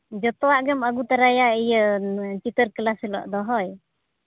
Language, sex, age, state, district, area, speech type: Santali, female, 30-45, Jharkhand, Seraikela Kharsawan, rural, conversation